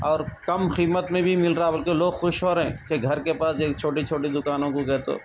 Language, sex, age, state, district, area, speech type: Urdu, male, 45-60, Telangana, Hyderabad, urban, spontaneous